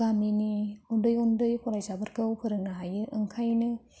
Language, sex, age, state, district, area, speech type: Bodo, female, 18-30, Assam, Kokrajhar, rural, spontaneous